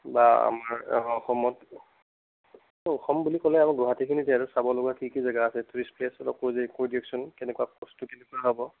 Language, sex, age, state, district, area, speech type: Assamese, male, 45-60, Assam, Nagaon, rural, conversation